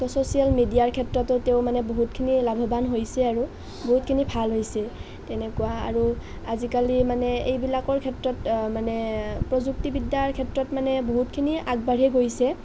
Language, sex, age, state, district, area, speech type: Assamese, female, 18-30, Assam, Nalbari, rural, spontaneous